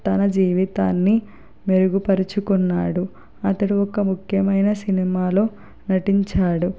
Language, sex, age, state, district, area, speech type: Telugu, female, 45-60, Andhra Pradesh, Kakinada, rural, spontaneous